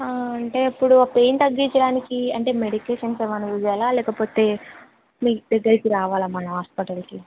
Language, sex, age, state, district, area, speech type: Telugu, female, 30-45, Telangana, Ranga Reddy, rural, conversation